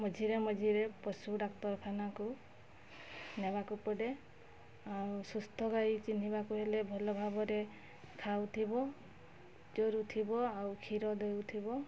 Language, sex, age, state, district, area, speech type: Odia, female, 45-60, Odisha, Mayurbhanj, rural, spontaneous